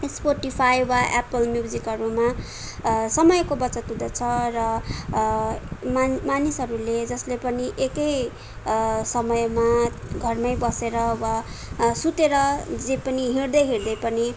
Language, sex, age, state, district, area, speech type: Nepali, female, 18-30, West Bengal, Darjeeling, urban, spontaneous